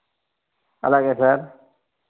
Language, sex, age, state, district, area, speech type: Telugu, male, 60+, Andhra Pradesh, Sri Balaji, urban, conversation